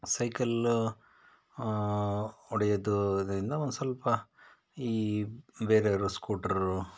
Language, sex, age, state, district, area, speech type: Kannada, male, 60+, Karnataka, Bangalore Rural, rural, spontaneous